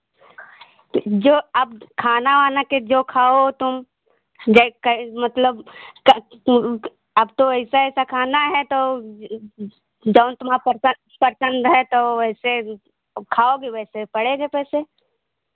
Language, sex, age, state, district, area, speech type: Hindi, female, 45-60, Uttar Pradesh, Lucknow, rural, conversation